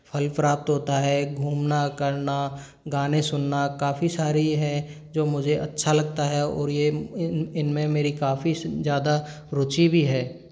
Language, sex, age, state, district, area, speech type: Hindi, male, 45-60, Rajasthan, Karauli, rural, spontaneous